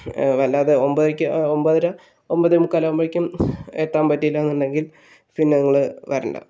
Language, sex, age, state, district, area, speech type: Malayalam, male, 60+, Kerala, Palakkad, rural, spontaneous